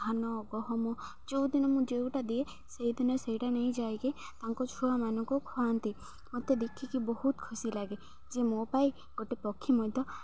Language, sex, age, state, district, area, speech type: Odia, female, 18-30, Odisha, Malkangiri, urban, spontaneous